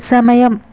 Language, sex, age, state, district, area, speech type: Telugu, female, 18-30, Telangana, Hyderabad, urban, read